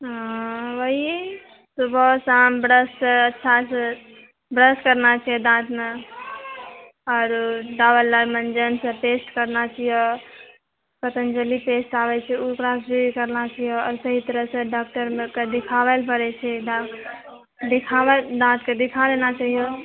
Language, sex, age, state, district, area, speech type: Maithili, female, 30-45, Bihar, Purnia, rural, conversation